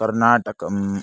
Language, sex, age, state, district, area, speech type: Sanskrit, male, 18-30, Karnataka, Chikkamagaluru, urban, spontaneous